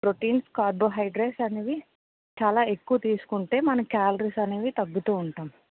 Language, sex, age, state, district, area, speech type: Telugu, female, 18-30, Telangana, Mancherial, rural, conversation